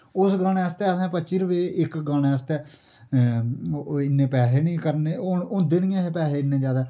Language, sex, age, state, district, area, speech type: Dogri, male, 30-45, Jammu and Kashmir, Udhampur, rural, spontaneous